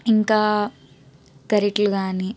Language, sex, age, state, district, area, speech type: Telugu, female, 30-45, Andhra Pradesh, Palnadu, urban, spontaneous